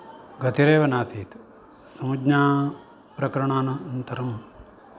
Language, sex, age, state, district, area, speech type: Sanskrit, male, 60+, Karnataka, Uttara Kannada, rural, spontaneous